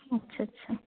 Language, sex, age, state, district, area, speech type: Bengali, female, 18-30, West Bengal, Bankura, urban, conversation